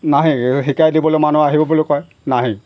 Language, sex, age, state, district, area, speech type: Assamese, male, 60+, Assam, Golaghat, rural, spontaneous